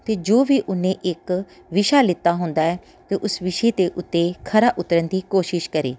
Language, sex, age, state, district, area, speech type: Punjabi, female, 30-45, Punjab, Tarn Taran, urban, spontaneous